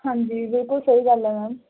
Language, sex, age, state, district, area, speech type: Punjabi, female, 18-30, Punjab, Faridkot, urban, conversation